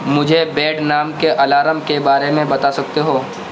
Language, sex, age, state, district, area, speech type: Urdu, male, 45-60, Uttar Pradesh, Gautam Buddha Nagar, urban, read